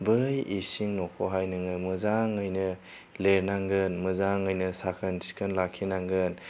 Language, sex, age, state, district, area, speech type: Bodo, male, 30-45, Assam, Chirang, rural, spontaneous